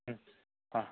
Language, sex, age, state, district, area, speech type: Kannada, male, 18-30, Karnataka, Shimoga, rural, conversation